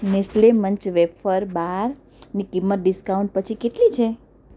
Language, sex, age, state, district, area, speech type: Gujarati, female, 30-45, Gujarat, Surat, urban, read